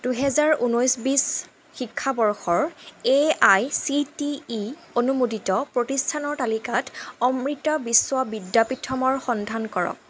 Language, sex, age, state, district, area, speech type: Assamese, female, 18-30, Assam, Jorhat, urban, read